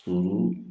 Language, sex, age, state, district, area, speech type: Hindi, male, 45-60, Uttar Pradesh, Prayagraj, rural, read